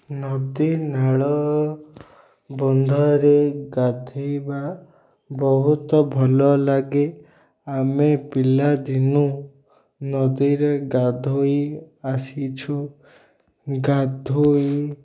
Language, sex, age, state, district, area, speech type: Odia, male, 30-45, Odisha, Ganjam, urban, spontaneous